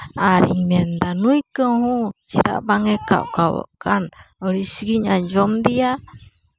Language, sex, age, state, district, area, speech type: Santali, female, 30-45, West Bengal, Uttar Dinajpur, rural, spontaneous